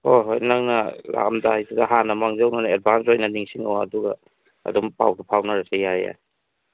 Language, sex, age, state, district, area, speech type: Manipuri, male, 45-60, Manipur, Tengnoupal, rural, conversation